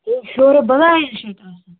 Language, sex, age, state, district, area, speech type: Kashmiri, male, 18-30, Jammu and Kashmir, Kupwara, rural, conversation